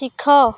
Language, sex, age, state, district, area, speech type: Odia, female, 18-30, Odisha, Rayagada, rural, read